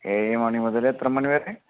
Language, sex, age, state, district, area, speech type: Malayalam, male, 30-45, Kerala, Malappuram, rural, conversation